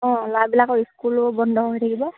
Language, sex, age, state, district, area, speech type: Assamese, female, 18-30, Assam, Dhemaji, urban, conversation